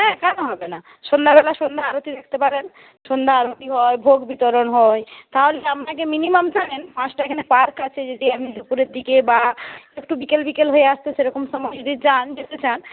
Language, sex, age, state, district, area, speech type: Bengali, female, 60+, West Bengal, Paschim Medinipur, rural, conversation